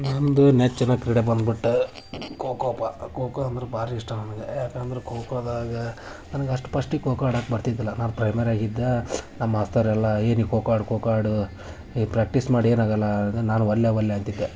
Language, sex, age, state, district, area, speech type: Kannada, male, 18-30, Karnataka, Haveri, rural, spontaneous